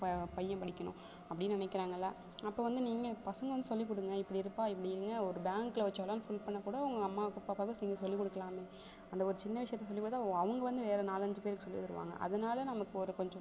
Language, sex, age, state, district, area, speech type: Tamil, female, 18-30, Tamil Nadu, Thanjavur, urban, spontaneous